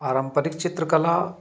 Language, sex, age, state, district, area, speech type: Hindi, male, 30-45, Madhya Pradesh, Ujjain, urban, spontaneous